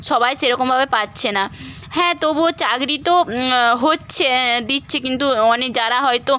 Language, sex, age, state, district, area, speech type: Bengali, female, 18-30, West Bengal, Bankura, rural, spontaneous